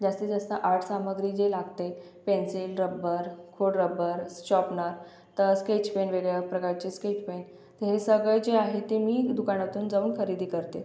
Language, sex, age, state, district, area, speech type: Marathi, female, 18-30, Maharashtra, Akola, urban, spontaneous